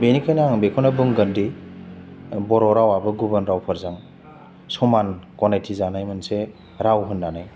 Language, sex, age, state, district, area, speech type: Bodo, male, 30-45, Assam, Chirang, rural, spontaneous